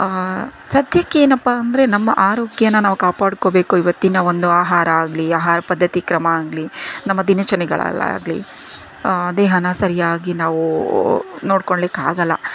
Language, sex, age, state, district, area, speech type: Kannada, female, 30-45, Karnataka, Davanagere, rural, spontaneous